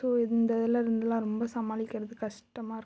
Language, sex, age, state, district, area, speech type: Tamil, female, 18-30, Tamil Nadu, Karur, rural, spontaneous